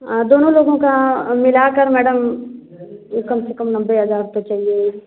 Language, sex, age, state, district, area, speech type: Hindi, female, 30-45, Uttar Pradesh, Azamgarh, rural, conversation